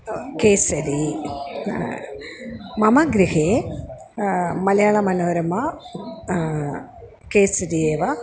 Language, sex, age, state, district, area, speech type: Sanskrit, female, 60+, Kerala, Kannur, urban, spontaneous